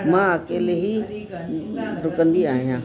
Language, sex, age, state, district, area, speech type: Sindhi, female, 60+, Uttar Pradesh, Lucknow, urban, spontaneous